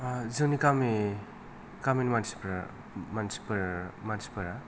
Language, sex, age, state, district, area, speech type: Bodo, male, 30-45, Assam, Kokrajhar, rural, spontaneous